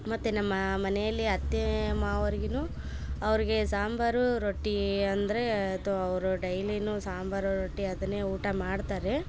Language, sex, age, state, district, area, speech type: Kannada, female, 18-30, Karnataka, Koppal, rural, spontaneous